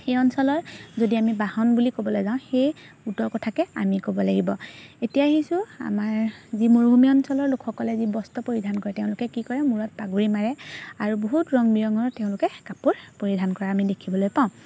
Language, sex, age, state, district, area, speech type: Assamese, female, 18-30, Assam, Majuli, urban, spontaneous